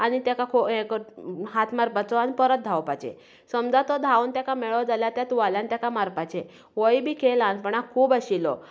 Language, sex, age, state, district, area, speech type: Goan Konkani, female, 30-45, Goa, Canacona, rural, spontaneous